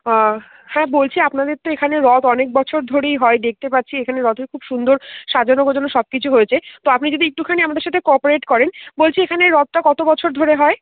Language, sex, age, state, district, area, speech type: Bengali, female, 30-45, West Bengal, Dakshin Dinajpur, urban, conversation